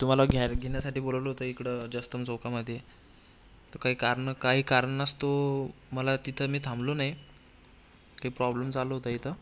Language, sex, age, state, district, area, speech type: Marathi, male, 18-30, Maharashtra, Buldhana, urban, spontaneous